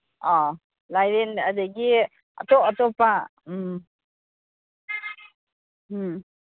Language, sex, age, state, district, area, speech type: Manipuri, female, 60+, Manipur, Imphal East, rural, conversation